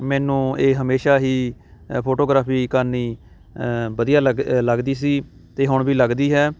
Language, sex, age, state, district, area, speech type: Punjabi, male, 30-45, Punjab, Shaheed Bhagat Singh Nagar, urban, spontaneous